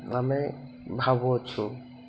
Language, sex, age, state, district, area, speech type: Odia, male, 18-30, Odisha, Koraput, urban, spontaneous